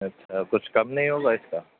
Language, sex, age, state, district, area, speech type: Urdu, male, 18-30, Uttar Pradesh, Gautam Buddha Nagar, rural, conversation